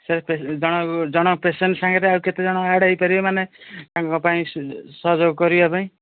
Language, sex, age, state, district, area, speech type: Odia, male, 45-60, Odisha, Sambalpur, rural, conversation